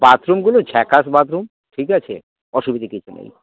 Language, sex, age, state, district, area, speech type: Bengali, male, 60+, West Bengal, Dakshin Dinajpur, rural, conversation